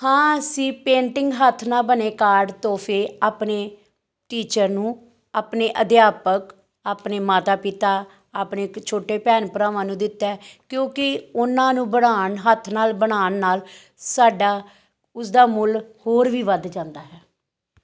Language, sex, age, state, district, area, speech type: Punjabi, female, 45-60, Punjab, Amritsar, urban, spontaneous